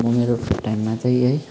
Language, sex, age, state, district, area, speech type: Nepali, male, 18-30, West Bengal, Jalpaiguri, rural, spontaneous